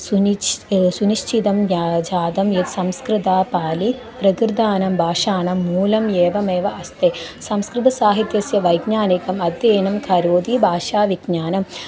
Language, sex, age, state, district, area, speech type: Sanskrit, female, 18-30, Kerala, Malappuram, urban, spontaneous